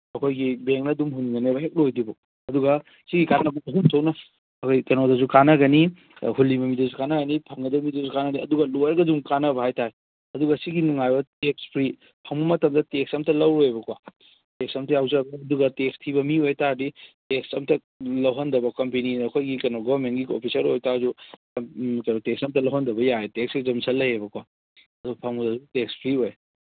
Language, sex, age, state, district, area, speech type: Manipuri, male, 30-45, Manipur, Kangpokpi, urban, conversation